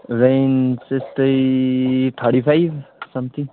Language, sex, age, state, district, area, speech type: Nepali, male, 18-30, West Bengal, Darjeeling, rural, conversation